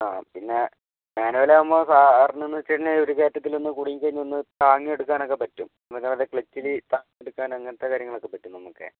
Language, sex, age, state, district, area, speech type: Malayalam, male, 18-30, Kerala, Wayanad, rural, conversation